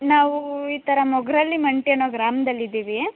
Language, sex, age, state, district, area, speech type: Kannada, female, 18-30, Karnataka, Mandya, rural, conversation